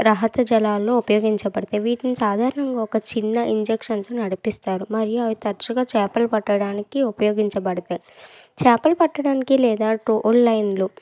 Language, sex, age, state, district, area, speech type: Telugu, female, 30-45, Andhra Pradesh, Krishna, urban, spontaneous